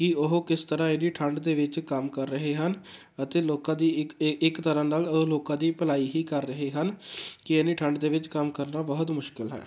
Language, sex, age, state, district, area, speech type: Punjabi, male, 18-30, Punjab, Tarn Taran, rural, spontaneous